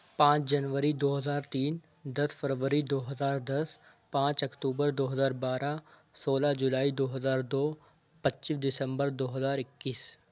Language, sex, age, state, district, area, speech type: Urdu, male, 18-30, Uttar Pradesh, Shahjahanpur, rural, spontaneous